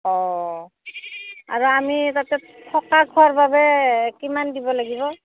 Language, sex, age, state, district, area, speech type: Assamese, female, 45-60, Assam, Barpeta, rural, conversation